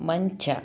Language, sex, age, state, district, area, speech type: Kannada, female, 30-45, Karnataka, Chamarajanagar, rural, read